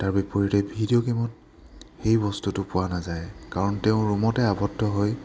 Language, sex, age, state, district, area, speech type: Assamese, male, 18-30, Assam, Lakhimpur, urban, spontaneous